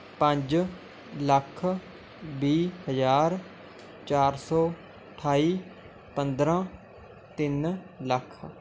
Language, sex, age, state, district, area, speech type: Punjabi, male, 18-30, Punjab, Mohali, rural, spontaneous